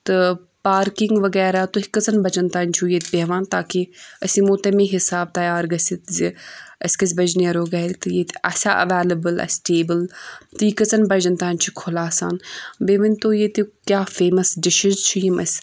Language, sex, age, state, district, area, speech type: Kashmiri, female, 18-30, Jammu and Kashmir, Budgam, urban, spontaneous